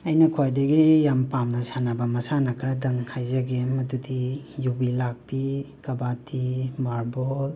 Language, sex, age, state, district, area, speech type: Manipuri, male, 18-30, Manipur, Imphal West, rural, spontaneous